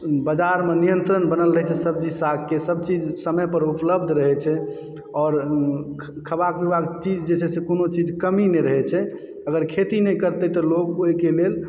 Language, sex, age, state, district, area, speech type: Maithili, male, 30-45, Bihar, Supaul, rural, spontaneous